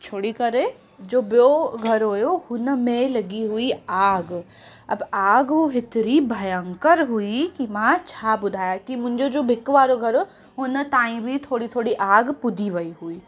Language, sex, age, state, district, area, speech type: Sindhi, female, 18-30, Uttar Pradesh, Lucknow, urban, spontaneous